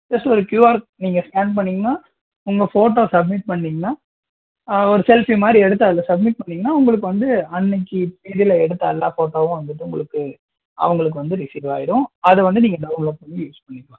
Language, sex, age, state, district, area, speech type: Tamil, male, 18-30, Tamil Nadu, Coimbatore, urban, conversation